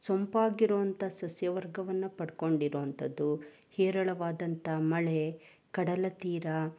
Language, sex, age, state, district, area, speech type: Kannada, female, 30-45, Karnataka, Chikkaballapur, rural, spontaneous